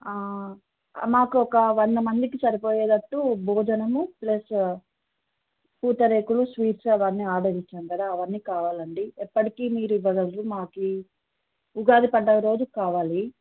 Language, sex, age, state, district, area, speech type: Telugu, female, 18-30, Andhra Pradesh, Sri Satya Sai, urban, conversation